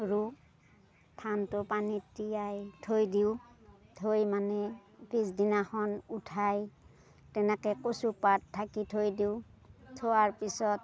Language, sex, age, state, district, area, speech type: Assamese, female, 45-60, Assam, Darrang, rural, spontaneous